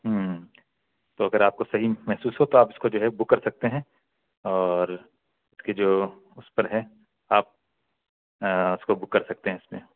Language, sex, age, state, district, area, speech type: Urdu, male, 30-45, Bihar, Purnia, rural, conversation